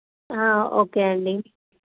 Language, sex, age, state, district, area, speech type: Telugu, female, 18-30, Telangana, Peddapalli, rural, conversation